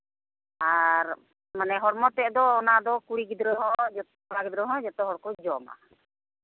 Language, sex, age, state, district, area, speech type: Santali, female, 45-60, West Bengal, Uttar Dinajpur, rural, conversation